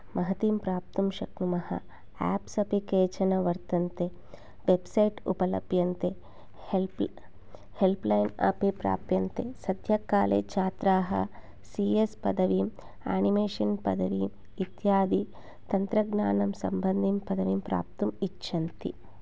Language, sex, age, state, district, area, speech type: Sanskrit, female, 30-45, Telangana, Hyderabad, rural, spontaneous